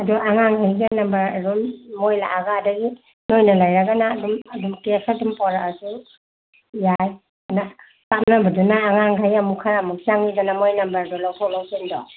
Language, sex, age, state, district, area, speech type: Manipuri, female, 60+, Manipur, Kangpokpi, urban, conversation